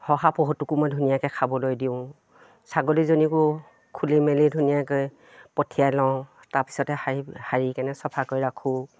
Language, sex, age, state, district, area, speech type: Assamese, female, 45-60, Assam, Dibrugarh, rural, spontaneous